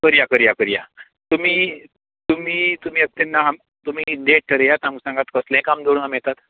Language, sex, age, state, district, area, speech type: Goan Konkani, male, 45-60, Goa, Canacona, rural, conversation